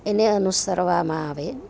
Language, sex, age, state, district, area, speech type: Gujarati, female, 45-60, Gujarat, Amreli, urban, spontaneous